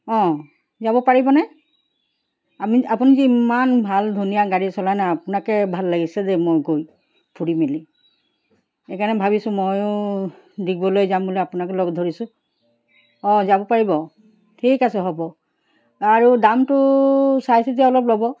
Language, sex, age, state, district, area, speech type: Assamese, female, 60+, Assam, Charaideo, urban, spontaneous